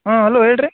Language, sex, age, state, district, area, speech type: Kannada, male, 30-45, Karnataka, Dharwad, urban, conversation